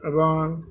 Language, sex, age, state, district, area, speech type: Bengali, male, 60+, West Bengal, Uttar Dinajpur, urban, spontaneous